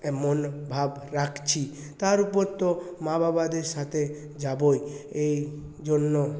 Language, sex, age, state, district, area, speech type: Bengali, male, 30-45, West Bengal, Purulia, urban, spontaneous